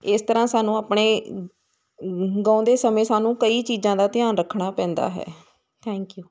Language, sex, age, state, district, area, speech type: Punjabi, female, 30-45, Punjab, Hoshiarpur, rural, spontaneous